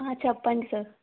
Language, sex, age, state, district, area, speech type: Telugu, female, 18-30, Andhra Pradesh, East Godavari, urban, conversation